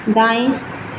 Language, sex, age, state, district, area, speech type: Hindi, female, 18-30, Madhya Pradesh, Seoni, urban, read